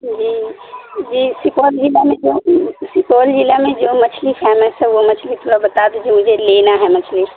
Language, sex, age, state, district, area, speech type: Urdu, female, 45-60, Bihar, Supaul, rural, conversation